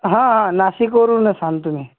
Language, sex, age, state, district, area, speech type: Marathi, male, 30-45, Maharashtra, Washim, urban, conversation